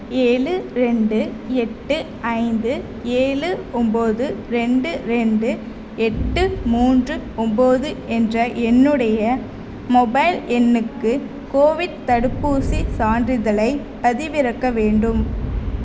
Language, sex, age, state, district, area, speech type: Tamil, female, 18-30, Tamil Nadu, Mayiladuthurai, rural, read